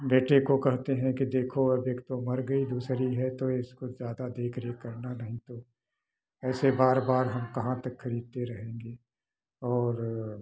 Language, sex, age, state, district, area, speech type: Hindi, male, 60+, Uttar Pradesh, Prayagraj, rural, spontaneous